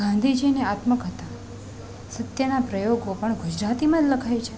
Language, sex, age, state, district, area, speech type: Gujarati, female, 30-45, Gujarat, Rajkot, urban, spontaneous